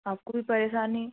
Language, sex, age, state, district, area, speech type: Hindi, female, 18-30, Madhya Pradesh, Betul, rural, conversation